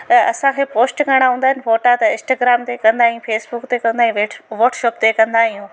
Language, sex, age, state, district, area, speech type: Sindhi, female, 45-60, Gujarat, Junagadh, urban, spontaneous